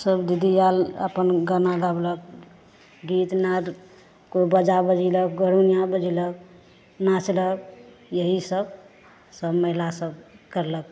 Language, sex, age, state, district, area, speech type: Maithili, female, 45-60, Bihar, Madhepura, rural, spontaneous